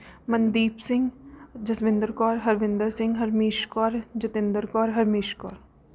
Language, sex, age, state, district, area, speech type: Punjabi, female, 30-45, Punjab, Rupnagar, urban, spontaneous